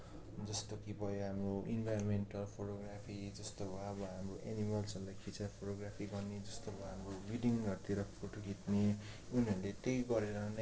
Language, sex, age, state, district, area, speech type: Nepali, male, 18-30, West Bengal, Darjeeling, rural, spontaneous